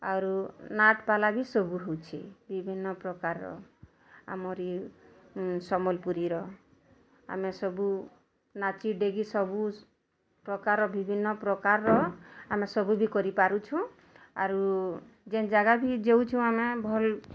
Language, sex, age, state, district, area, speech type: Odia, female, 30-45, Odisha, Bargarh, urban, spontaneous